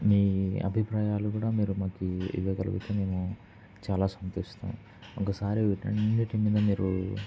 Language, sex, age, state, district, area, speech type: Telugu, male, 18-30, Andhra Pradesh, Kurnool, urban, spontaneous